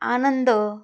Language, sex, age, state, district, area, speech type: Marathi, female, 60+, Maharashtra, Osmanabad, rural, spontaneous